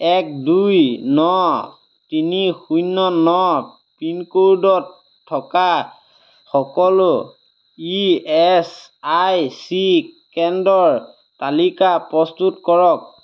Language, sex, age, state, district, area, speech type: Assamese, male, 30-45, Assam, Majuli, urban, read